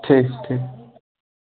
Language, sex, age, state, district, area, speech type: Maithili, male, 18-30, Bihar, Darbhanga, rural, conversation